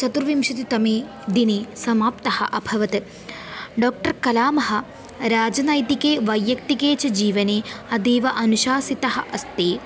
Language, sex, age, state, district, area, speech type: Sanskrit, female, 18-30, Kerala, Palakkad, rural, spontaneous